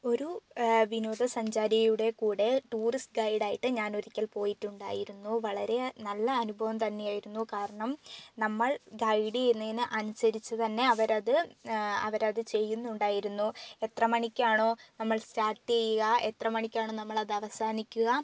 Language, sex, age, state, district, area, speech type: Malayalam, female, 18-30, Kerala, Wayanad, rural, spontaneous